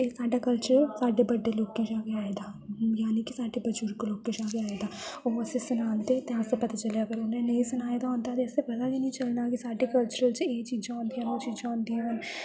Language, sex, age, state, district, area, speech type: Dogri, female, 18-30, Jammu and Kashmir, Jammu, rural, spontaneous